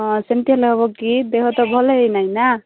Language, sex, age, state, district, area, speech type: Odia, female, 30-45, Odisha, Koraput, urban, conversation